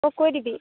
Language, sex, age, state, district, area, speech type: Assamese, female, 18-30, Assam, Lakhimpur, rural, conversation